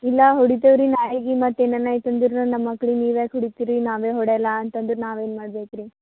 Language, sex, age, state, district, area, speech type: Kannada, female, 18-30, Karnataka, Gulbarga, rural, conversation